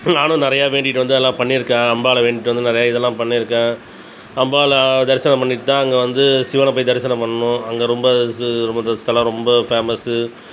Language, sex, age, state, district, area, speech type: Tamil, male, 45-60, Tamil Nadu, Tiruchirappalli, rural, spontaneous